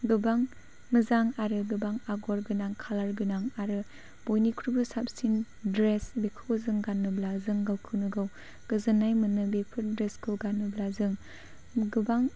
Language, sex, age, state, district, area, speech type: Bodo, female, 18-30, Assam, Chirang, rural, spontaneous